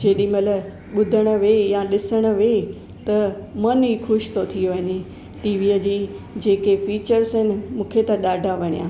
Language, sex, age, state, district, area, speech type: Sindhi, female, 45-60, Maharashtra, Mumbai Suburban, urban, spontaneous